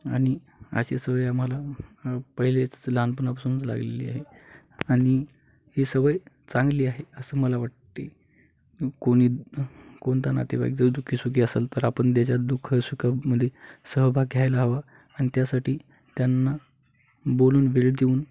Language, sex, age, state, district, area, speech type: Marathi, male, 18-30, Maharashtra, Hingoli, urban, spontaneous